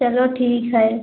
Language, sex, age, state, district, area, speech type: Hindi, female, 18-30, Uttar Pradesh, Prayagraj, rural, conversation